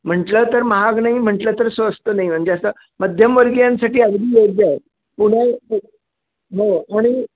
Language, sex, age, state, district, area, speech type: Marathi, male, 60+, Maharashtra, Sangli, urban, conversation